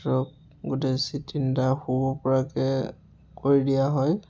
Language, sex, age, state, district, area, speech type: Assamese, male, 30-45, Assam, Dhemaji, rural, spontaneous